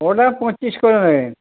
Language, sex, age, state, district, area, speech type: Bengali, male, 60+, West Bengal, Hooghly, rural, conversation